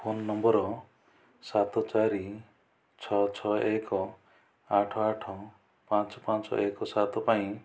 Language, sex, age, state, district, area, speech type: Odia, male, 45-60, Odisha, Kandhamal, rural, read